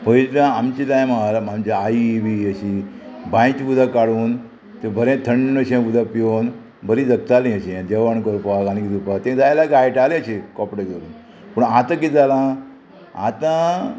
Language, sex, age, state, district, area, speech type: Goan Konkani, male, 60+, Goa, Murmgao, rural, spontaneous